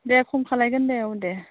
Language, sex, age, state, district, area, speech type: Bodo, female, 30-45, Assam, Chirang, urban, conversation